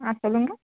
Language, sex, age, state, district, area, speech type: Tamil, female, 30-45, Tamil Nadu, Nilgiris, urban, conversation